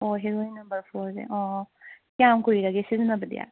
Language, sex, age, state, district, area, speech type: Manipuri, female, 30-45, Manipur, Kangpokpi, urban, conversation